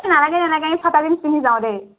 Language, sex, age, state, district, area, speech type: Assamese, male, 18-30, Assam, Morigaon, rural, conversation